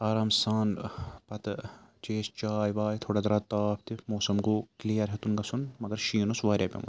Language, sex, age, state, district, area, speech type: Kashmiri, male, 18-30, Jammu and Kashmir, Srinagar, urban, spontaneous